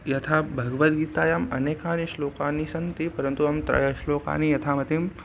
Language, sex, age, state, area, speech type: Sanskrit, male, 18-30, Madhya Pradesh, rural, spontaneous